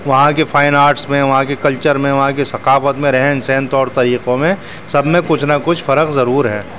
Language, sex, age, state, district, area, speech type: Urdu, male, 30-45, Delhi, New Delhi, urban, spontaneous